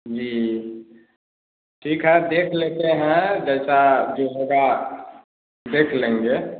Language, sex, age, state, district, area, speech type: Hindi, male, 30-45, Bihar, Samastipur, rural, conversation